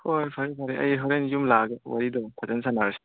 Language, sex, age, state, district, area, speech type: Manipuri, male, 18-30, Manipur, Chandel, rural, conversation